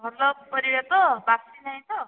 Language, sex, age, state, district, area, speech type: Odia, female, 18-30, Odisha, Jajpur, rural, conversation